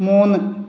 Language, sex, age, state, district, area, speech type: Malayalam, female, 30-45, Kerala, Kasaragod, rural, read